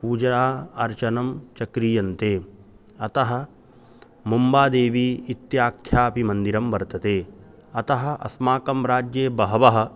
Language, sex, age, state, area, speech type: Sanskrit, male, 30-45, Uttar Pradesh, urban, spontaneous